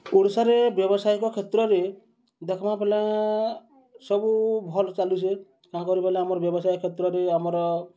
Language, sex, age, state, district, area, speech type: Odia, male, 30-45, Odisha, Bargarh, urban, spontaneous